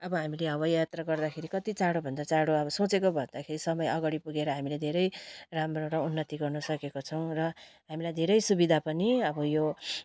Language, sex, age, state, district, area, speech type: Nepali, female, 45-60, West Bengal, Darjeeling, rural, spontaneous